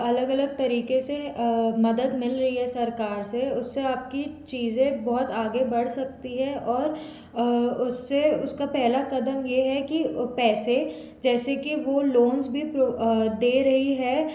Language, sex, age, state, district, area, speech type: Hindi, female, 18-30, Madhya Pradesh, Jabalpur, urban, spontaneous